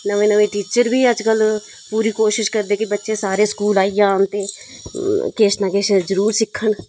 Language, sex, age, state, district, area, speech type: Dogri, female, 30-45, Jammu and Kashmir, Udhampur, rural, spontaneous